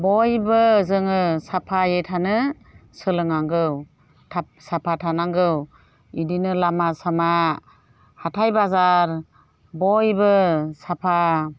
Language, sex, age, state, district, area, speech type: Bodo, female, 60+, Assam, Chirang, rural, spontaneous